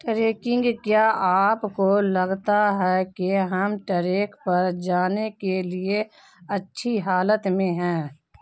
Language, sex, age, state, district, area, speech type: Urdu, female, 30-45, Bihar, Khagaria, rural, read